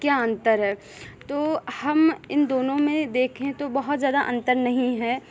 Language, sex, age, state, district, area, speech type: Hindi, female, 30-45, Uttar Pradesh, Lucknow, rural, spontaneous